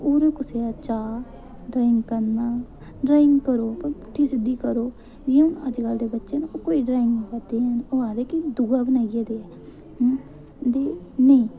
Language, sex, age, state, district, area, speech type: Dogri, female, 18-30, Jammu and Kashmir, Reasi, rural, spontaneous